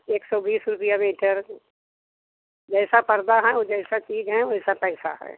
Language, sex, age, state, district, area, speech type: Hindi, female, 60+, Uttar Pradesh, Jaunpur, urban, conversation